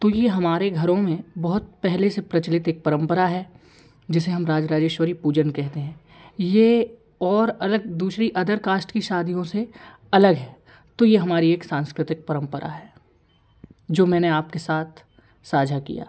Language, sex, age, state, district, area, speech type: Hindi, male, 18-30, Madhya Pradesh, Hoshangabad, rural, spontaneous